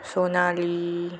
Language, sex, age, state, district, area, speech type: Marathi, female, 18-30, Maharashtra, Ratnagiri, rural, spontaneous